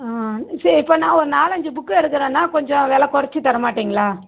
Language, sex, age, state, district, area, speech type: Tamil, female, 30-45, Tamil Nadu, Madurai, urban, conversation